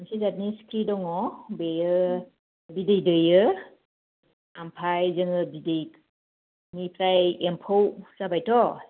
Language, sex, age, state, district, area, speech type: Bodo, female, 45-60, Assam, Kokrajhar, rural, conversation